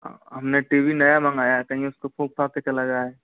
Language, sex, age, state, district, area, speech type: Hindi, male, 18-30, Rajasthan, Karauli, rural, conversation